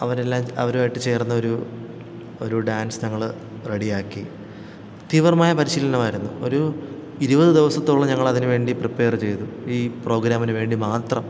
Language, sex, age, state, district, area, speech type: Malayalam, male, 18-30, Kerala, Thiruvananthapuram, rural, spontaneous